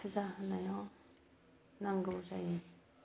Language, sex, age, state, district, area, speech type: Bodo, female, 45-60, Assam, Kokrajhar, rural, spontaneous